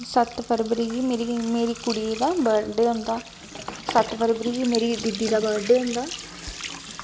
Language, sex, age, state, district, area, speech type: Dogri, female, 18-30, Jammu and Kashmir, Kathua, rural, spontaneous